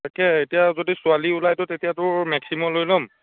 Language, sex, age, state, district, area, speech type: Assamese, male, 30-45, Assam, Biswanath, rural, conversation